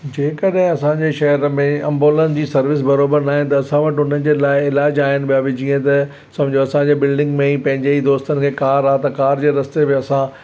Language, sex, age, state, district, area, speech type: Sindhi, male, 60+, Maharashtra, Thane, rural, spontaneous